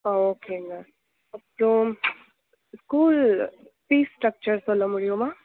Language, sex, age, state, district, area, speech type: Tamil, female, 18-30, Tamil Nadu, Krishnagiri, rural, conversation